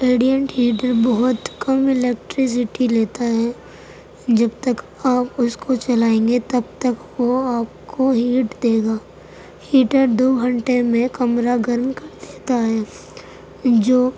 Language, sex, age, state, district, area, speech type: Urdu, female, 45-60, Uttar Pradesh, Gautam Buddha Nagar, rural, spontaneous